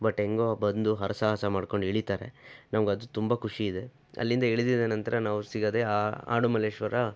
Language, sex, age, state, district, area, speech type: Kannada, male, 60+, Karnataka, Chitradurga, rural, spontaneous